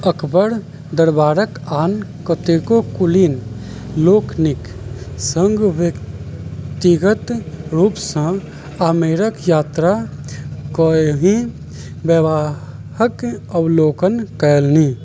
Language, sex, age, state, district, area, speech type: Maithili, male, 18-30, Bihar, Sitamarhi, rural, read